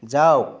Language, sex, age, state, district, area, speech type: Assamese, male, 60+, Assam, Biswanath, rural, read